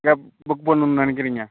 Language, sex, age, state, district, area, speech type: Tamil, male, 30-45, Tamil Nadu, Tiruvarur, rural, conversation